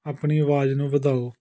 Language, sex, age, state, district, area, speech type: Punjabi, male, 30-45, Punjab, Amritsar, urban, read